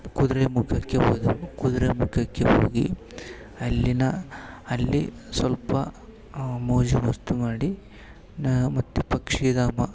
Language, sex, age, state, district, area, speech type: Kannada, male, 18-30, Karnataka, Gadag, rural, spontaneous